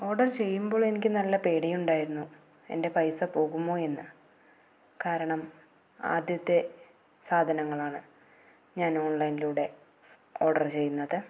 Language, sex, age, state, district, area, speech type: Malayalam, female, 45-60, Kerala, Palakkad, rural, spontaneous